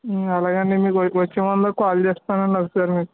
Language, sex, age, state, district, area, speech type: Telugu, male, 18-30, Andhra Pradesh, Anakapalli, rural, conversation